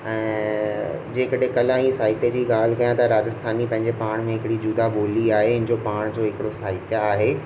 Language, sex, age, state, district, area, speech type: Sindhi, male, 18-30, Rajasthan, Ajmer, urban, spontaneous